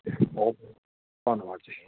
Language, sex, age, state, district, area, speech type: Punjabi, male, 45-60, Punjab, Amritsar, urban, conversation